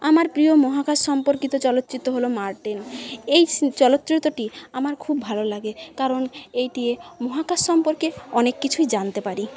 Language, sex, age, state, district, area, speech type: Bengali, female, 30-45, West Bengal, Paschim Medinipur, rural, spontaneous